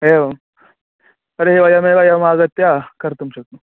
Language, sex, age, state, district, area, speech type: Sanskrit, male, 18-30, Karnataka, Shimoga, rural, conversation